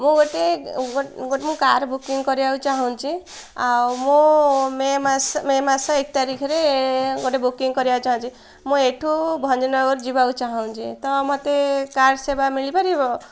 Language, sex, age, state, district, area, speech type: Odia, female, 18-30, Odisha, Ganjam, urban, spontaneous